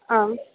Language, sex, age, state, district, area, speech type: Sanskrit, female, 18-30, Kerala, Kollam, urban, conversation